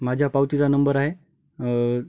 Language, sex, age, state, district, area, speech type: Marathi, male, 18-30, Maharashtra, Hingoli, urban, spontaneous